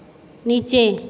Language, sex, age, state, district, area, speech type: Hindi, female, 60+, Rajasthan, Jodhpur, urban, read